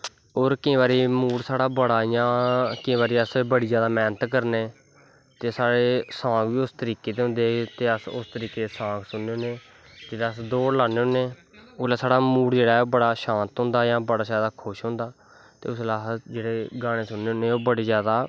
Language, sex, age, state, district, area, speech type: Dogri, male, 18-30, Jammu and Kashmir, Kathua, rural, spontaneous